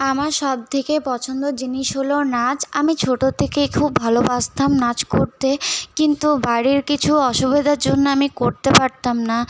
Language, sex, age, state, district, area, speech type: Bengali, female, 18-30, West Bengal, Paschim Bardhaman, rural, spontaneous